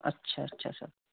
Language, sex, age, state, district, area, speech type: Urdu, male, 18-30, Uttar Pradesh, Saharanpur, urban, conversation